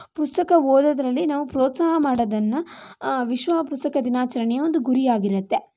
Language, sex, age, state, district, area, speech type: Kannada, female, 18-30, Karnataka, Shimoga, rural, spontaneous